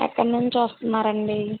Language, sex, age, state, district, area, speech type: Telugu, female, 30-45, Andhra Pradesh, N T Rama Rao, urban, conversation